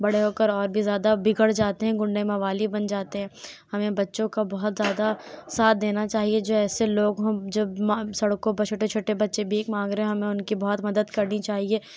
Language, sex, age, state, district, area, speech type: Urdu, female, 18-30, Uttar Pradesh, Lucknow, rural, spontaneous